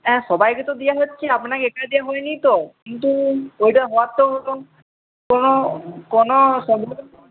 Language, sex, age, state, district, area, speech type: Bengali, male, 18-30, West Bengal, Uttar Dinajpur, urban, conversation